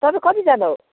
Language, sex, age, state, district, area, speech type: Nepali, male, 18-30, West Bengal, Darjeeling, rural, conversation